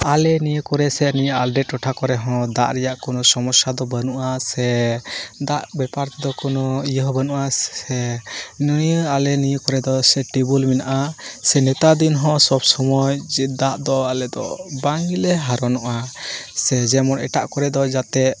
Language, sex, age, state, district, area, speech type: Santali, male, 18-30, West Bengal, Uttar Dinajpur, rural, spontaneous